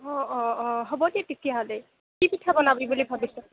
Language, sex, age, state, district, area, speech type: Assamese, female, 60+, Assam, Nagaon, rural, conversation